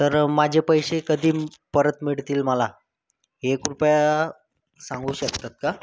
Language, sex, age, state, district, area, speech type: Marathi, male, 30-45, Maharashtra, Thane, urban, spontaneous